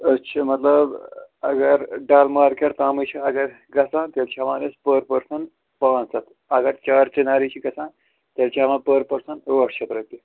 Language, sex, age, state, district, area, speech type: Kashmiri, male, 30-45, Jammu and Kashmir, Srinagar, urban, conversation